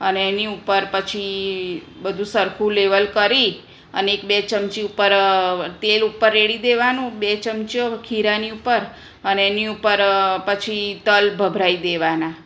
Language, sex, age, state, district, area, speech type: Gujarati, female, 45-60, Gujarat, Kheda, rural, spontaneous